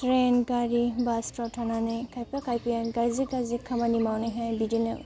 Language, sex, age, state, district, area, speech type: Bodo, female, 18-30, Assam, Kokrajhar, rural, spontaneous